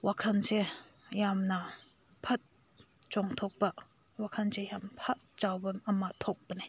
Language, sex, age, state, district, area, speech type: Manipuri, female, 30-45, Manipur, Senapati, urban, spontaneous